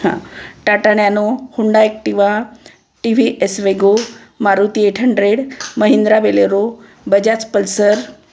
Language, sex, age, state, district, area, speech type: Marathi, female, 60+, Maharashtra, Wardha, urban, spontaneous